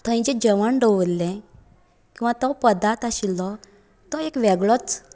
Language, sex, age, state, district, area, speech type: Goan Konkani, female, 18-30, Goa, Canacona, rural, spontaneous